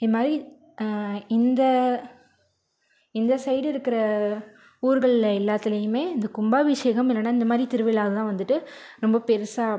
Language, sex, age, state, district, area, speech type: Tamil, female, 30-45, Tamil Nadu, Ariyalur, rural, spontaneous